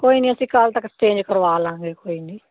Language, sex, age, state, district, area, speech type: Punjabi, female, 18-30, Punjab, Fazilka, rural, conversation